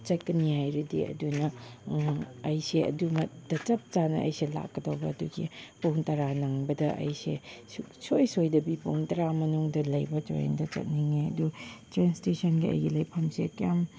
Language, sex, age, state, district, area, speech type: Manipuri, female, 30-45, Manipur, Chandel, rural, spontaneous